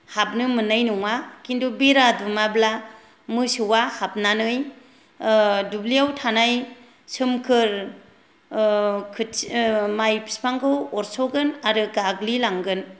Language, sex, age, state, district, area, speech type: Bodo, female, 45-60, Assam, Kokrajhar, rural, spontaneous